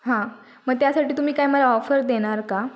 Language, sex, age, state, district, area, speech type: Marathi, female, 18-30, Maharashtra, Sindhudurg, rural, spontaneous